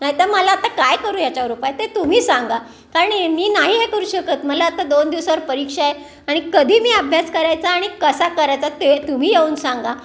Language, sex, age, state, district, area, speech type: Marathi, female, 60+, Maharashtra, Pune, urban, spontaneous